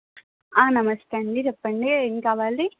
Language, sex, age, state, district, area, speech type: Telugu, female, 18-30, Andhra Pradesh, Kakinada, rural, conversation